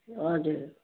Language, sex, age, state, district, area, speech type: Nepali, female, 45-60, West Bengal, Jalpaiguri, urban, conversation